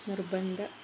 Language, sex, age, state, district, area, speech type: Malayalam, female, 45-60, Kerala, Kozhikode, rural, spontaneous